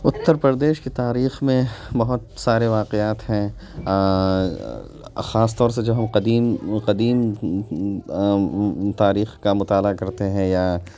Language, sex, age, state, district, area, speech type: Urdu, male, 30-45, Uttar Pradesh, Lucknow, urban, spontaneous